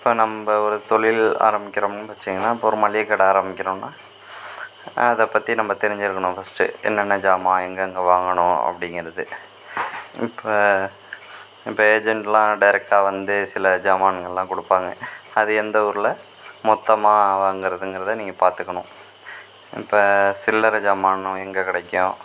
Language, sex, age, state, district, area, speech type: Tamil, male, 18-30, Tamil Nadu, Perambalur, rural, spontaneous